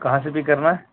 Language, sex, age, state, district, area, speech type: Urdu, male, 30-45, Delhi, South Delhi, urban, conversation